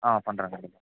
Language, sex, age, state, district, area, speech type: Tamil, male, 18-30, Tamil Nadu, Nilgiris, rural, conversation